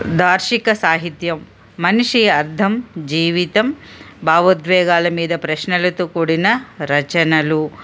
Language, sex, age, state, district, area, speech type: Telugu, female, 45-60, Telangana, Ranga Reddy, urban, spontaneous